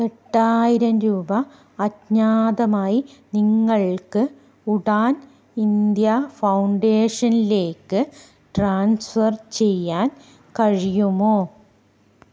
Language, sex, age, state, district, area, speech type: Malayalam, female, 30-45, Kerala, Kannur, rural, read